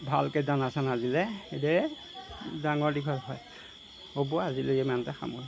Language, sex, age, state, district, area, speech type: Assamese, male, 60+, Assam, Golaghat, rural, spontaneous